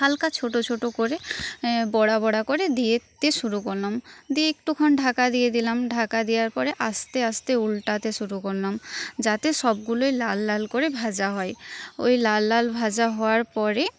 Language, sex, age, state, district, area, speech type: Bengali, female, 30-45, West Bengal, Paschim Medinipur, rural, spontaneous